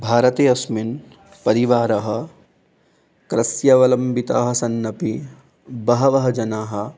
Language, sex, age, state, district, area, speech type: Sanskrit, male, 30-45, Rajasthan, Ajmer, urban, spontaneous